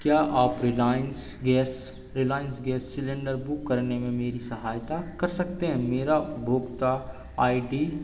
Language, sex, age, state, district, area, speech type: Hindi, male, 18-30, Madhya Pradesh, Seoni, urban, read